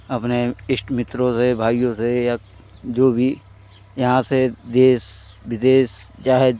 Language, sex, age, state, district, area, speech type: Hindi, male, 45-60, Uttar Pradesh, Hardoi, rural, spontaneous